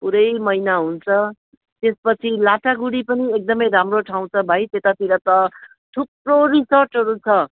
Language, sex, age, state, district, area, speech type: Nepali, female, 60+, West Bengal, Jalpaiguri, urban, conversation